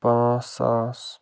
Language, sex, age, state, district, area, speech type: Kashmiri, male, 45-60, Jammu and Kashmir, Baramulla, rural, spontaneous